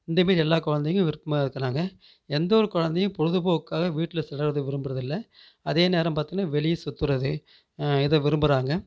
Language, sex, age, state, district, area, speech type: Tamil, male, 30-45, Tamil Nadu, Namakkal, rural, spontaneous